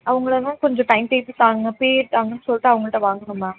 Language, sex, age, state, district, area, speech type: Tamil, female, 18-30, Tamil Nadu, Madurai, urban, conversation